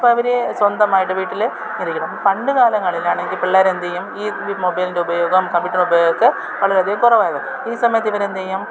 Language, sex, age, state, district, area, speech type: Malayalam, female, 30-45, Kerala, Thiruvananthapuram, urban, spontaneous